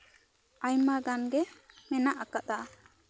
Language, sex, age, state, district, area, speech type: Santali, female, 18-30, West Bengal, Bankura, rural, spontaneous